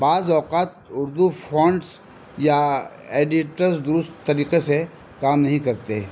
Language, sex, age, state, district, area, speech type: Urdu, male, 60+, Delhi, North East Delhi, urban, spontaneous